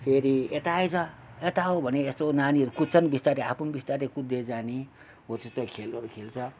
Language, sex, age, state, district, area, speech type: Nepali, male, 60+, West Bengal, Kalimpong, rural, spontaneous